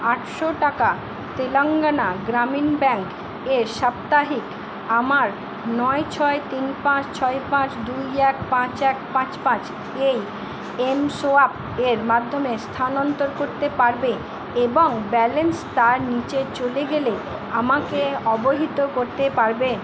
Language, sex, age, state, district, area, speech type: Bengali, female, 60+, West Bengal, Purba Bardhaman, urban, read